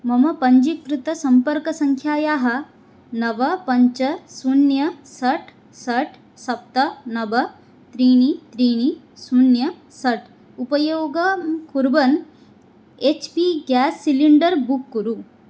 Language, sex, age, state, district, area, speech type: Sanskrit, female, 18-30, Odisha, Jagatsinghpur, urban, read